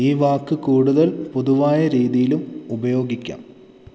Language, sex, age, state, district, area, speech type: Malayalam, male, 18-30, Kerala, Idukki, rural, read